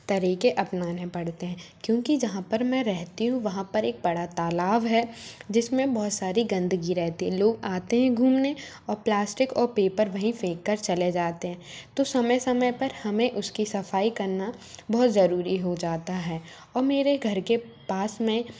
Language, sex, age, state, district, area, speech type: Hindi, female, 30-45, Madhya Pradesh, Bhopal, urban, spontaneous